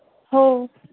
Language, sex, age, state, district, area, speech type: Marathi, female, 18-30, Maharashtra, Wardha, rural, conversation